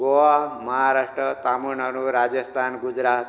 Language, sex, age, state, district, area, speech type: Goan Konkani, male, 45-60, Goa, Bardez, rural, spontaneous